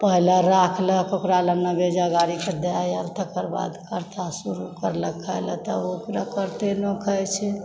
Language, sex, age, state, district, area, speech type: Maithili, female, 60+, Bihar, Supaul, rural, spontaneous